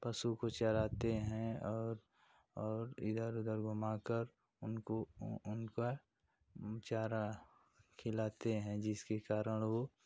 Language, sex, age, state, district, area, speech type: Hindi, male, 30-45, Uttar Pradesh, Ghazipur, rural, spontaneous